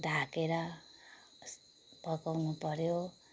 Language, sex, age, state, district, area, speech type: Nepali, female, 30-45, West Bengal, Darjeeling, rural, spontaneous